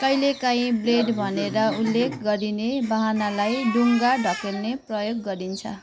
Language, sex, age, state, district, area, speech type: Nepali, female, 30-45, West Bengal, Jalpaiguri, rural, read